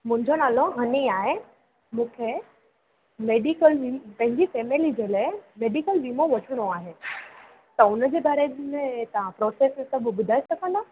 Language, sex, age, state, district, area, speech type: Sindhi, female, 18-30, Gujarat, Junagadh, urban, conversation